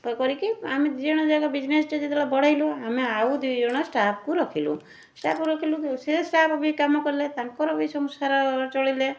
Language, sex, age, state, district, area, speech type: Odia, female, 45-60, Odisha, Puri, urban, spontaneous